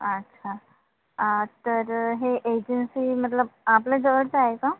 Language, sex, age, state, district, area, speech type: Marathi, female, 45-60, Maharashtra, Nagpur, rural, conversation